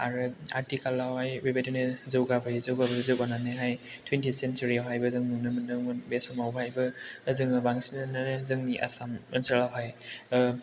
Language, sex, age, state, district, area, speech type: Bodo, male, 18-30, Assam, Chirang, rural, spontaneous